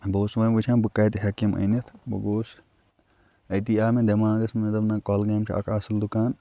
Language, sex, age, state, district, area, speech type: Kashmiri, male, 30-45, Jammu and Kashmir, Kulgam, rural, spontaneous